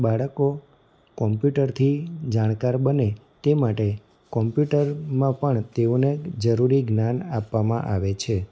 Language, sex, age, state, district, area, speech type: Gujarati, male, 30-45, Gujarat, Anand, urban, spontaneous